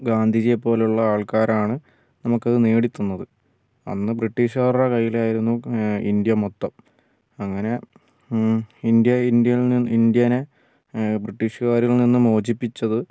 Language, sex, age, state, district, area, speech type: Malayalam, male, 30-45, Kerala, Wayanad, rural, spontaneous